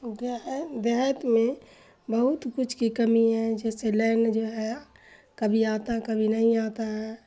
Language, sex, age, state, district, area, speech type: Urdu, female, 60+, Bihar, Khagaria, rural, spontaneous